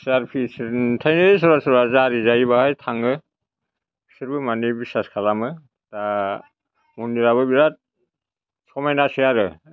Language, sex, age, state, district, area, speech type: Bodo, male, 60+, Assam, Chirang, rural, spontaneous